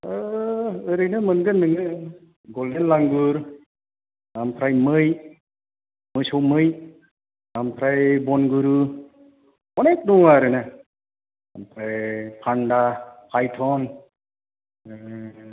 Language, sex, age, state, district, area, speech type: Bodo, male, 30-45, Assam, Chirang, urban, conversation